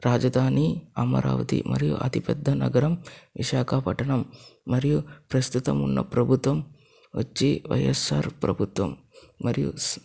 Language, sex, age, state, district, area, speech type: Telugu, male, 30-45, Andhra Pradesh, Chittoor, urban, spontaneous